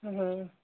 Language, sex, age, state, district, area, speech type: Sindhi, female, 30-45, Gujarat, Junagadh, urban, conversation